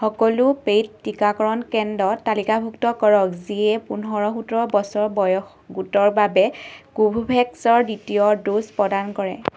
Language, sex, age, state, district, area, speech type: Assamese, female, 30-45, Assam, Lakhimpur, rural, read